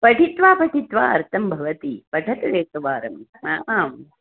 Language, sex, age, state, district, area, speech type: Sanskrit, female, 60+, Karnataka, Hassan, rural, conversation